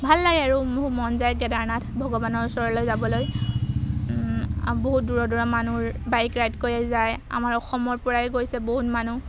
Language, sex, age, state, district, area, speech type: Assamese, female, 18-30, Assam, Golaghat, urban, spontaneous